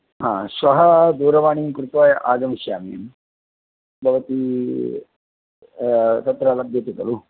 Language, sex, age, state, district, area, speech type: Sanskrit, male, 45-60, Karnataka, Udupi, rural, conversation